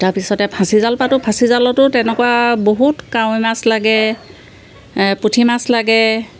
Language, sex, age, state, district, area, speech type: Assamese, female, 45-60, Assam, Sivasagar, rural, spontaneous